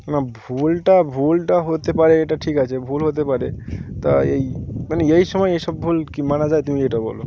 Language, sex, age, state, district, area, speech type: Bengali, male, 18-30, West Bengal, Birbhum, urban, spontaneous